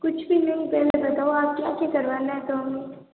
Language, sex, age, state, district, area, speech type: Hindi, female, 18-30, Rajasthan, Jodhpur, urban, conversation